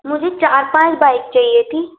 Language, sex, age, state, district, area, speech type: Hindi, female, 18-30, Madhya Pradesh, Betul, urban, conversation